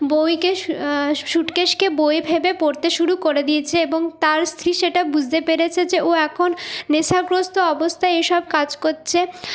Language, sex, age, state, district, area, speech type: Bengali, female, 30-45, West Bengal, Purulia, urban, spontaneous